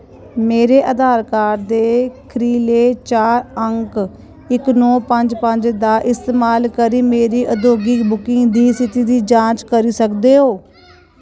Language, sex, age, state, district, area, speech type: Dogri, female, 45-60, Jammu and Kashmir, Kathua, rural, read